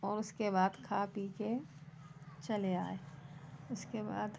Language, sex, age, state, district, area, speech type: Hindi, female, 30-45, Madhya Pradesh, Seoni, urban, spontaneous